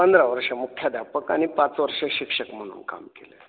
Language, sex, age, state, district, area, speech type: Marathi, male, 45-60, Maharashtra, Ahmednagar, urban, conversation